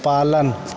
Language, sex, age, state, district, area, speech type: Maithili, male, 30-45, Bihar, Begusarai, rural, read